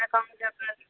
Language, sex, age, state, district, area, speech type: Bengali, female, 30-45, West Bengal, Purba Medinipur, rural, conversation